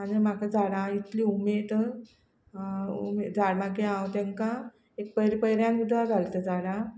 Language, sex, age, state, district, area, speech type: Goan Konkani, female, 45-60, Goa, Quepem, rural, spontaneous